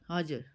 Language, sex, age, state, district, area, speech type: Nepali, female, 30-45, West Bengal, Darjeeling, rural, spontaneous